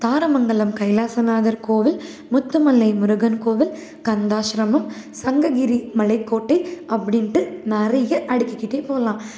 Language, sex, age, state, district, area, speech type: Tamil, female, 18-30, Tamil Nadu, Salem, urban, spontaneous